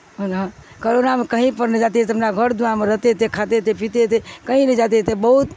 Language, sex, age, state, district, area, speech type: Urdu, female, 60+, Bihar, Supaul, rural, spontaneous